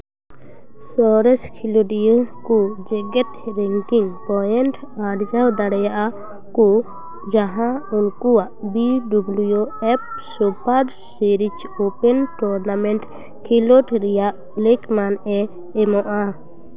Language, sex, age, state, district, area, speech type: Santali, female, 18-30, West Bengal, Paschim Bardhaman, urban, read